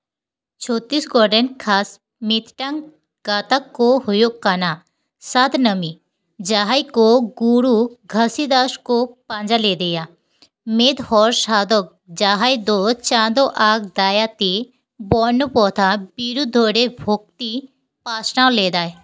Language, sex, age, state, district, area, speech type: Santali, female, 18-30, West Bengal, Paschim Bardhaman, rural, read